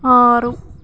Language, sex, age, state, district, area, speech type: Telugu, female, 18-30, Andhra Pradesh, Visakhapatnam, urban, read